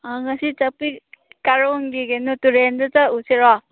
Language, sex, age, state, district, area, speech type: Manipuri, female, 30-45, Manipur, Chandel, rural, conversation